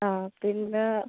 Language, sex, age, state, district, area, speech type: Malayalam, female, 18-30, Kerala, Kasaragod, rural, conversation